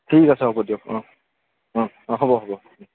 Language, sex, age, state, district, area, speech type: Assamese, male, 30-45, Assam, Golaghat, urban, conversation